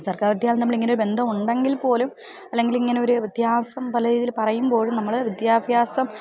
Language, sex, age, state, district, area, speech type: Malayalam, female, 30-45, Kerala, Thiruvananthapuram, urban, spontaneous